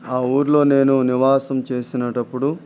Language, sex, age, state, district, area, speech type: Telugu, male, 45-60, Andhra Pradesh, Nellore, rural, spontaneous